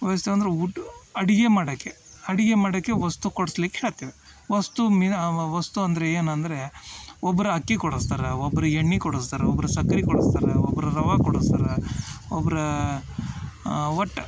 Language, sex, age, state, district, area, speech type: Kannada, male, 30-45, Karnataka, Dharwad, urban, spontaneous